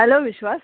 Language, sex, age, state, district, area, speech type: Marathi, female, 60+, Maharashtra, Mumbai Suburban, urban, conversation